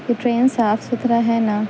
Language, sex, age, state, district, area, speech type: Urdu, female, 30-45, Bihar, Gaya, urban, spontaneous